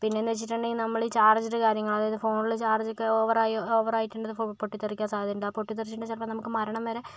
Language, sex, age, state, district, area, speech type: Malayalam, female, 30-45, Kerala, Kozhikode, urban, spontaneous